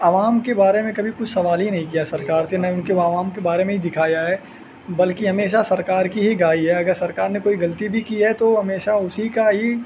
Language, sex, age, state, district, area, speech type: Urdu, male, 18-30, Uttar Pradesh, Azamgarh, rural, spontaneous